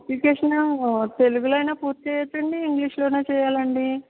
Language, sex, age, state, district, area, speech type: Telugu, female, 45-60, Andhra Pradesh, East Godavari, rural, conversation